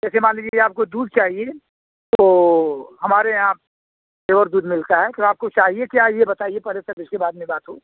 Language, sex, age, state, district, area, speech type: Hindi, male, 45-60, Uttar Pradesh, Azamgarh, rural, conversation